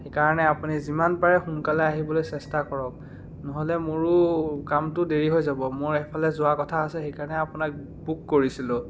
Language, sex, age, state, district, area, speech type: Assamese, male, 18-30, Assam, Biswanath, rural, spontaneous